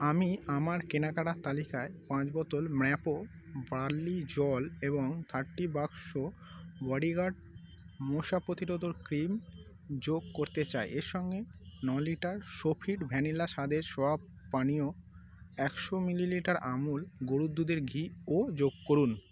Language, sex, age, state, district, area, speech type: Bengali, male, 30-45, West Bengal, North 24 Parganas, urban, read